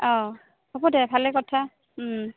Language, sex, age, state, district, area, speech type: Assamese, female, 45-60, Assam, Goalpara, urban, conversation